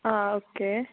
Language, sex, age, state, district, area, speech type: Kannada, female, 18-30, Karnataka, Udupi, rural, conversation